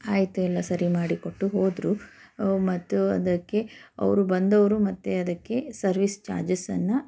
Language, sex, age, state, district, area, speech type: Kannada, female, 30-45, Karnataka, Chikkaballapur, rural, spontaneous